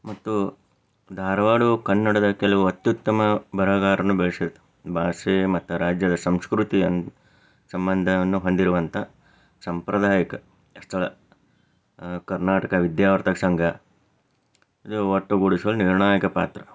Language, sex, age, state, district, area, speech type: Kannada, male, 30-45, Karnataka, Chikkaballapur, urban, spontaneous